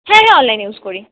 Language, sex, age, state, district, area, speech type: Bengali, female, 18-30, West Bengal, Kolkata, urban, conversation